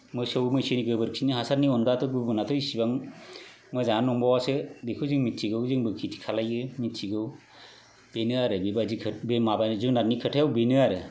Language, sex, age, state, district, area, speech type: Bodo, male, 30-45, Assam, Kokrajhar, rural, spontaneous